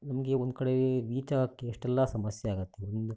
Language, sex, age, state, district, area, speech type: Kannada, male, 60+, Karnataka, Shimoga, rural, spontaneous